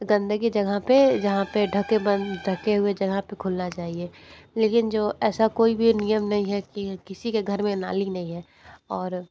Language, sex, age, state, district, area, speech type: Hindi, female, 18-30, Uttar Pradesh, Sonbhadra, rural, spontaneous